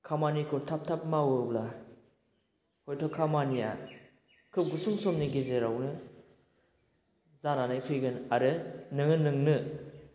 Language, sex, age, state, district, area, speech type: Bodo, male, 30-45, Assam, Baksa, urban, spontaneous